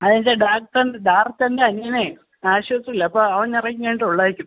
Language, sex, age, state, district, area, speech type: Malayalam, male, 18-30, Kerala, Idukki, rural, conversation